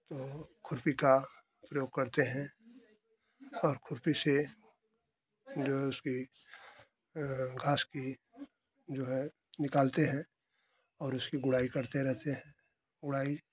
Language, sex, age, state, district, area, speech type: Hindi, male, 60+, Uttar Pradesh, Ghazipur, rural, spontaneous